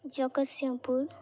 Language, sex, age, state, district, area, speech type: Odia, female, 18-30, Odisha, Jagatsinghpur, rural, spontaneous